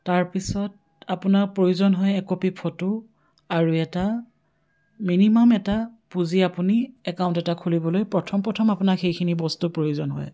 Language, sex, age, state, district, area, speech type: Assamese, female, 45-60, Assam, Dibrugarh, rural, spontaneous